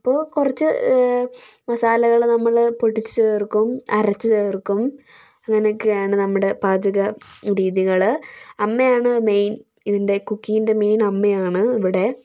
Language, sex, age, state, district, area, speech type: Malayalam, female, 18-30, Kerala, Wayanad, rural, spontaneous